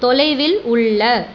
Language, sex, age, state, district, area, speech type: Tamil, female, 30-45, Tamil Nadu, Cuddalore, urban, read